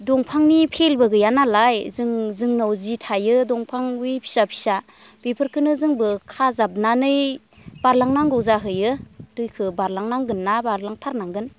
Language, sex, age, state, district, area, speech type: Bodo, female, 30-45, Assam, Baksa, rural, spontaneous